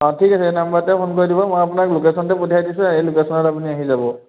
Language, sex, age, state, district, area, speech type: Assamese, male, 18-30, Assam, Sivasagar, urban, conversation